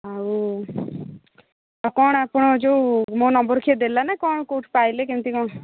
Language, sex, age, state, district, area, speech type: Odia, female, 45-60, Odisha, Angul, rural, conversation